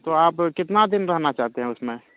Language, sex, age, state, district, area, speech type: Urdu, male, 30-45, Bihar, Purnia, rural, conversation